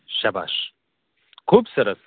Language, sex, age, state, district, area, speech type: Gujarati, male, 30-45, Gujarat, Surat, urban, conversation